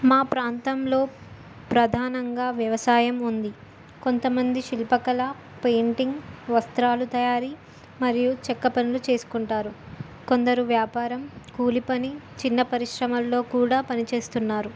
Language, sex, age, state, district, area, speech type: Telugu, female, 18-30, Telangana, Jayashankar, urban, spontaneous